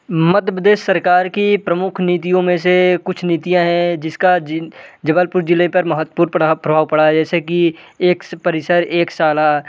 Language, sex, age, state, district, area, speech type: Hindi, male, 18-30, Madhya Pradesh, Jabalpur, urban, spontaneous